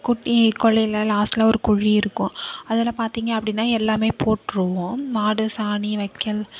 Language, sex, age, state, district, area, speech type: Tamil, female, 18-30, Tamil Nadu, Nagapattinam, rural, spontaneous